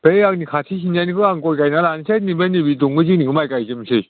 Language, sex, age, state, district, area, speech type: Bodo, male, 60+, Assam, Udalguri, rural, conversation